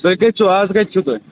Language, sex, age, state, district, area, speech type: Kashmiri, male, 30-45, Jammu and Kashmir, Bandipora, rural, conversation